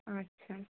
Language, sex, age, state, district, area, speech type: Bengali, female, 60+, West Bengal, Nadia, urban, conversation